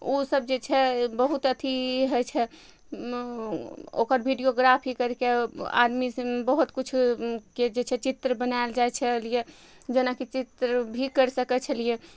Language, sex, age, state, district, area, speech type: Maithili, female, 30-45, Bihar, Araria, rural, spontaneous